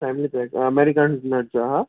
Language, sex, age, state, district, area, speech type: Sindhi, male, 18-30, Rajasthan, Ajmer, urban, conversation